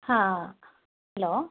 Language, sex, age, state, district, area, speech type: Kannada, female, 30-45, Karnataka, Dakshina Kannada, rural, conversation